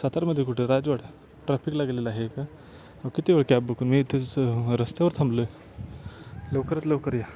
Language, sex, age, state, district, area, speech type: Marathi, male, 18-30, Maharashtra, Satara, rural, spontaneous